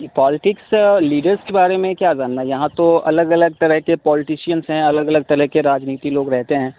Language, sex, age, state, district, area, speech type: Urdu, male, 45-60, Bihar, Supaul, rural, conversation